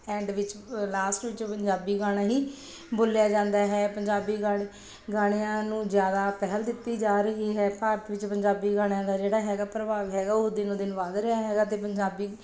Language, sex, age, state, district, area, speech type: Punjabi, female, 30-45, Punjab, Bathinda, urban, spontaneous